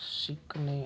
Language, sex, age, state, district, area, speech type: Marathi, male, 45-60, Maharashtra, Akola, urban, read